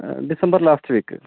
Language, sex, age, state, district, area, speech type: Malayalam, male, 30-45, Kerala, Kannur, rural, conversation